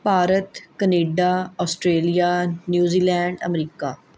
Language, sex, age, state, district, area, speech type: Punjabi, female, 30-45, Punjab, Mohali, urban, spontaneous